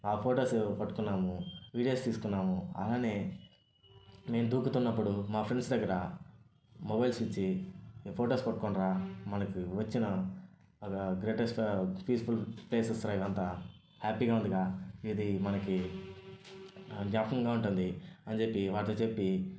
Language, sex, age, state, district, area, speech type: Telugu, male, 18-30, Andhra Pradesh, Sri Balaji, rural, spontaneous